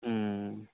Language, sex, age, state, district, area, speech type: Tamil, male, 18-30, Tamil Nadu, Krishnagiri, rural, conversation